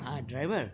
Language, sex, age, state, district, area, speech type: Sindhi, male, 45-60, Delhi, South Delhi, urban, spontaneous